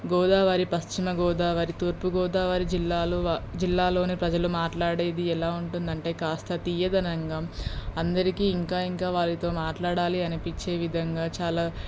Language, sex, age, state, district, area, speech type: Telugu, female, 18-30, Telangana, Peddapalli, rural, spontaneous